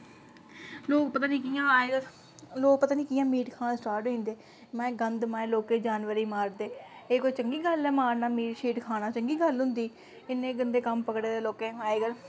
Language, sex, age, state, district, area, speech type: Dogri, female, 30-45, Jammu and Kashmir, Samba, rural, spontaneous